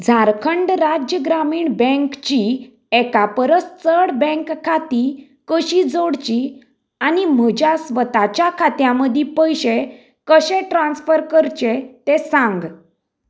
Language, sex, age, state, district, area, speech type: Goan Konkani, female, 30-45, Goa, Canacona, rural, read